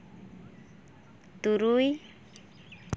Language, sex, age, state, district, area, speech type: Santali, female, 18-30, West Bengal, Purulia, rural, spontaneous